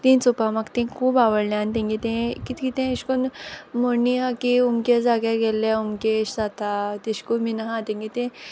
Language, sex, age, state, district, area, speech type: Goan Konkani, female, 18-30, Goa, Quepem, rural, spontaneous